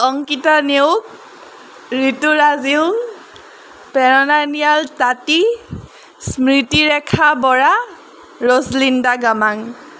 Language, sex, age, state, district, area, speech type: Assamese, female, 18-30, Assam, Golaghat, urban, spontaneous